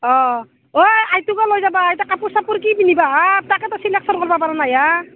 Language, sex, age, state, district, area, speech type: Assamese, female, 30-45, Assam, Barpeta, rural, conversation